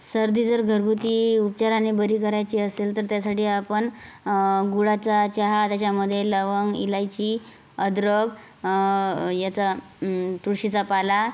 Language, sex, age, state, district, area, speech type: Marathi, female, 18-30, Maharashtra, Yavatmal, rural, spontaneous